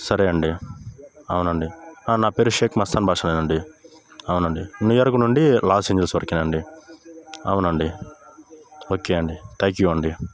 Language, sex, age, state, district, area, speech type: Telugu, male, 18-30, Andhra Pradesh, Bapatla, urban, spontaneous